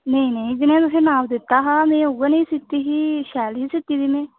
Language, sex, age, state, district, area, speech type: Dogri, female, 18-30, Jammu and Kashmir, Reasi, rural, conversation